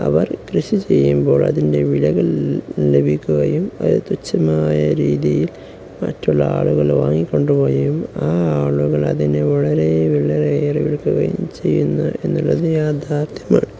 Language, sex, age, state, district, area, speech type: Malayalam, male, 18-30, Kerala, Kozhikode, rural, spontaneous